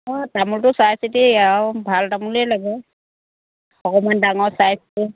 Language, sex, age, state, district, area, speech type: Assamese, female, 60+, Assam, Dhemaji, rural, conversation